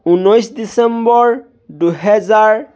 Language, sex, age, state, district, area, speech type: Assamese, male, 18-30, Assam, Tinsukia, urban, spontaneous